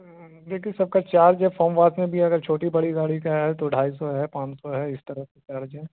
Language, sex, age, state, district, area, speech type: Urdu, male, 30-45, Bihar, Gaya, urban, conversation